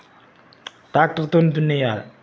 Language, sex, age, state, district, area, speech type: Telugu, male, 45-60, Telangana, Mancherial, rural, spontaneous